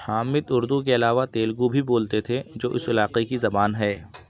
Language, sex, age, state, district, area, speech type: Urdu, male, 60+, Uttar Pradesh, Lucknow, urban, read